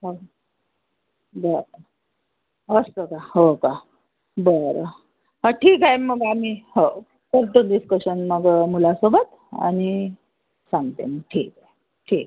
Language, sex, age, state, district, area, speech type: Marathi, female, 45-60, Maharashtra, Yavatmal, rural, conversation